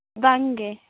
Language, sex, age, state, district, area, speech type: Santali, female, 18-30, West Bengal, Jhargram, rural, conversation